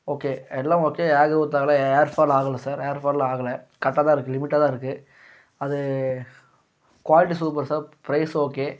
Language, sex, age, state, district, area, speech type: Tamil, male, 18-30, Tamil Nadu, Coimbatore, rural, spontaneous